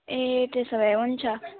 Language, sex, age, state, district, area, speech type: Nepali, female, 18-30, West Bengal, Alipurduar, urban, conversation